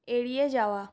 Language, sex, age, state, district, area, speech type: Bengali, female, 30-45, West Bengal, Purulia, urban, read